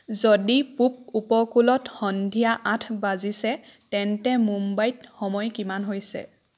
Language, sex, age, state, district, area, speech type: Assamese, female, 18-30, Assam, Charaideo, rural, read